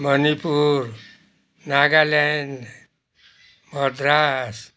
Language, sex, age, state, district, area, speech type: Nepali, male, 60+, West Bengal, Kalimpong, rural, spontaneous